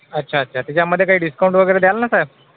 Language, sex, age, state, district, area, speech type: Marathi, male, 30-45, Maharashtra, Akola, urban, conversation